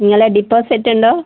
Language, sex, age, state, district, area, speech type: Malayalam, female, 30-45, Kerala, Kannur, urban, conversation